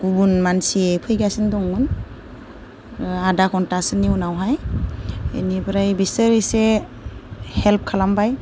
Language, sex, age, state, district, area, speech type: Bodo, female, 30-45, Assam, Goalpara, rural, spontaneous